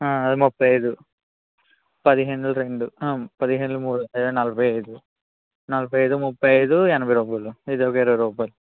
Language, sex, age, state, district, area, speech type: Telugu, male, 30-45, Andhra Pradesh, Eluru, rural, conversation